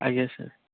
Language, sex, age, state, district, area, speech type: Odia, male, 45-60, Odisha, Sambalpur, rural, conversation